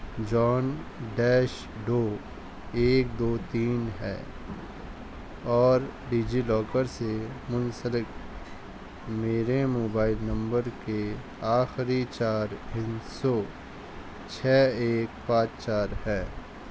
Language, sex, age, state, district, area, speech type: Urdu, male, 30-45, Delhi, East Delhi, urban, read